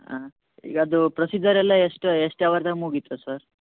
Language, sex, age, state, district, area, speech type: Kannada, male, 18-30, Karnataka, Yadgir, urban, conversation